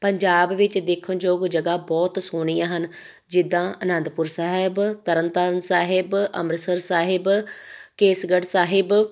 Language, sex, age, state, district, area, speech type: Punjabi, female, 30-45, Punjab, Tarn Taran, rural, spontaneous